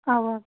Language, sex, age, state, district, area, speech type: Kashmiri, female, 30-45, Jammu and Kashmir, Shopian, rural, conversation